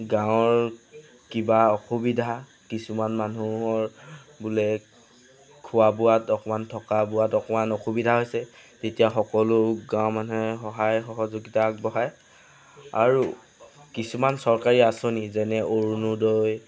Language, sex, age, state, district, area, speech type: Assamese, male, 18-30, Assam, Jorhat, urban, spontaneous